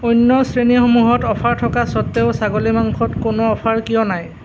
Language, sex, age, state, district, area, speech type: Assamese, male, 30-45, Assam, Nalbari, rural, read